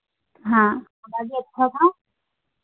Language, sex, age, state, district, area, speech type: Hindi, female, 18-30, Madhya Pradesh, Ujjain, urban, conversation